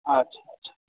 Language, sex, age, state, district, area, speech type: Odia, male, 45-60, Odisha, Kandhamal, rural, conversation